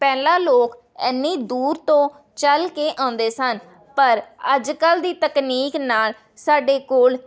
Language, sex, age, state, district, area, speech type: Punjabi, female, 18-30, Punjab, Rupnagar, rural, spontaneous